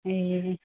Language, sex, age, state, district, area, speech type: Nepali, male, 45-60, West Bengal, Kalimpong, rural, conversation